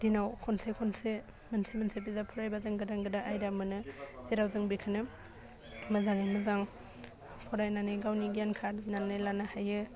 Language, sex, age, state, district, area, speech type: Bodo, female, 18-30, Assam, Udalguri, urban, spontaneous